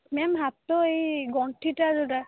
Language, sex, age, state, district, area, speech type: Odia, female, 18-30, Odisha, Bhadrak, rural, conversation